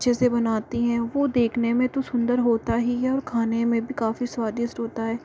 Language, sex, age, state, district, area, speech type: Hindi, female, 45-60, Rajasthan, Jaipur, urban, spontaneous